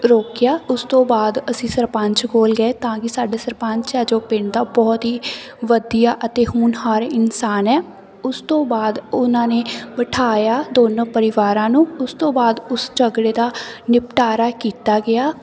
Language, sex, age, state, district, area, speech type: Punjabi, female, 18-30, Punjab, Sangrur, rural, spontaneous